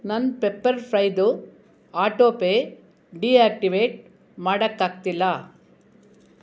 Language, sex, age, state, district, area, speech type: Kannada, female, 60+, Karnataka, Bangalore Rural, rural, read